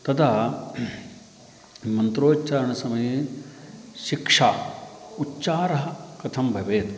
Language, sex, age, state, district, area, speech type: Sanskrit, male, 45-60, Karnataka, Uttara Kannada, rural, spontaneous